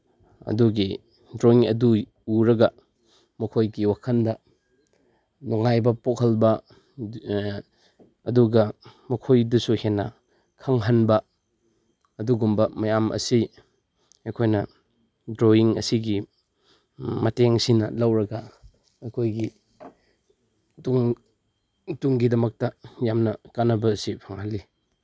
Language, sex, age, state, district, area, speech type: Manipuri, male, 30-45, Manipur, Chandel, rural, spontaneous